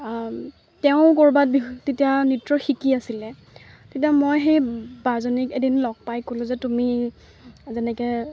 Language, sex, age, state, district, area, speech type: Assamese, female, 18-30, Assam, Lakhimpur, urban, spontaneous